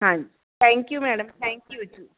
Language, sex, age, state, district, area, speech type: Punjabi, female, 45-60, Punjab, Patiala, urban, conversation